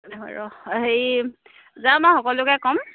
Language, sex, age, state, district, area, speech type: Assamese, female, 30-45, Assam, Sivasagar, rural, conversation